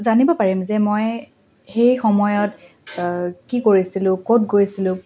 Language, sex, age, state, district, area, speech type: Assamese, female, 18-30, Assam, Lakhimpur, rural, spontaneous